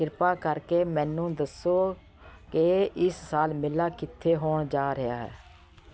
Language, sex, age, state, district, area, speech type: Punjabi, female, 45-60, Punjab, Patiala, urban, read